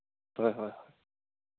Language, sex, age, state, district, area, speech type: Manipuri, male, 18-30, Manipur, Senapati, rural, conversation